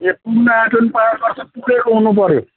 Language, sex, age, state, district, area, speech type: Nepali, male, 60+, West Bengal, Kalimpong, rural, conversation